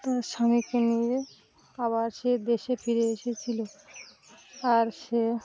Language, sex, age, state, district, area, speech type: Bengali, female, 45-60, West Bengal, Birbhum, urban, spontaneous